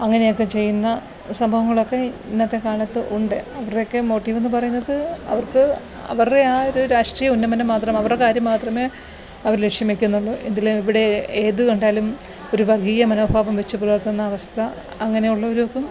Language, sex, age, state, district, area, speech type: Malayalam, female, 45-60, Kerala, Alappuzha, rural, spontaneous